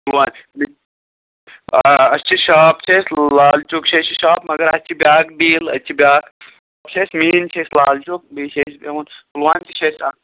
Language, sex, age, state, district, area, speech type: Kashmiri, male, 18-30, Jammu and Kashmir, Pulwama, urban, conversation